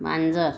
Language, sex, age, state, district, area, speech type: Marathi, female, 30-45, Maharashtra, Amravati, urban, read